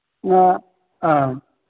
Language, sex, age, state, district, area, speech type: Manipuri, male, 60+, Manipur, Thoubal, rural, conversation